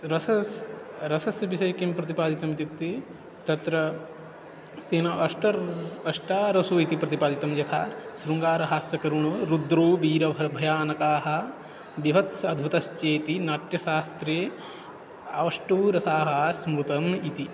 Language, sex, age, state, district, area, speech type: Sanskrit, male, 18-30, Odisha, Balangir, rural, spontaneous